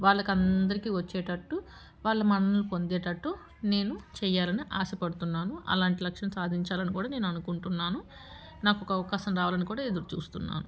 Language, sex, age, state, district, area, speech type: Telugu, female, 30-45, Telangana, Medchal, urban, spontaneous